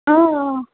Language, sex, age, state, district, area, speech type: Assamese, female, 60+, Assam, Nagaon, rural, conversation